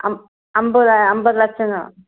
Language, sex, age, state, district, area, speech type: Tamil, female, 60+, Tamil Nadu, Erode, rural, conversation